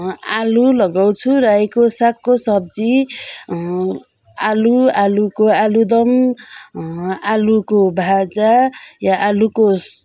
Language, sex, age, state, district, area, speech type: Nepali, female, 45-60, West Bengal, Darjeeling, rural, spontaneous